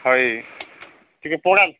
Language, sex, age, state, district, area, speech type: Odia, male, 45-60, Odisha, Nabarangpur, rural, conversation